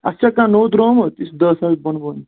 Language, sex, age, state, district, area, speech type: Kashmiri, male, 18-30, Jammu and Kashmir, Kulgam, urban, conversation